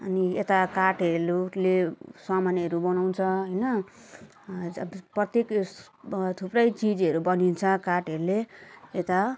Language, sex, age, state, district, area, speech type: Nepali, female, 30-45, West Bengal, Jalpaiguri, urban, spontaneous